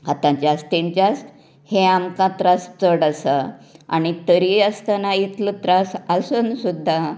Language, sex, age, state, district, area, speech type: Goan Konkani, female, 60+, Goa, Canacona, rural, spontaneous